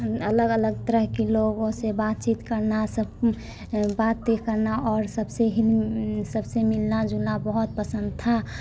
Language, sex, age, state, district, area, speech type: Hindi, female, 18-30, Bihar, Muzaffarpur, rural, spontaneous